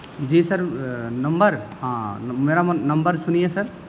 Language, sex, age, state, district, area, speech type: Urdu, male, 30-45, Delhi, North East Delhi, urban, spontaneous